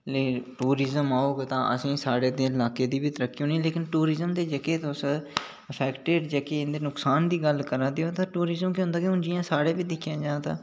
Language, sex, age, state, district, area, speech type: Dogri, male, 18-30, Jammu and Kashmir, Udhampur, rural, spontaneous